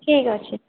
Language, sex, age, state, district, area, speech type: Odia, female, 30-45, Odisha, Kendrapara, urban, conversation